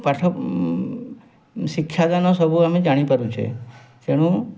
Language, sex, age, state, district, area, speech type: Odia, male, 45-60, Odisha, Mayurbhanj, rural, spontaneous